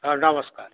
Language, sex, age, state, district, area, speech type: Odia, male, 45-60, Odisha, Nayagarh, rural, conversation